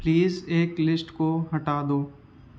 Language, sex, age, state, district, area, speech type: Urdu, male, 18-30, Uttar Pradesh, Ghaziabad, urban, read